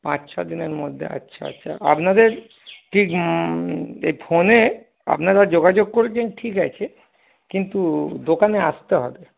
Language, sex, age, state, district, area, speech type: Bengali, male, 45-60, West Bengal, Darjeeling, rural, conversation